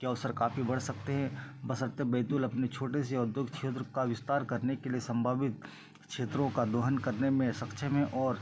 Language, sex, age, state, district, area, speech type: Hindi, male, 30-45, Madhya Pradesh, Betul, rural, spontaneous